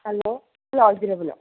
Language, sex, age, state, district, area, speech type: Manipuri, female, 45-60, Manipur, Bishnupur, urban, conversation